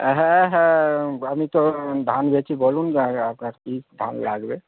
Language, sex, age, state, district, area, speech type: Bengali, male, 45-60, West Bengal, Hooghly, rural, conversation